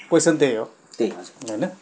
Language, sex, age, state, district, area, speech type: Nepali, male, 45-60, West Bengal, Darjeeling, rural, spontaneous